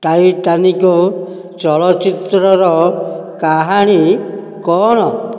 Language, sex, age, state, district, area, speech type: Odia, male, 60+, Odisha, Nayagarh, rural, read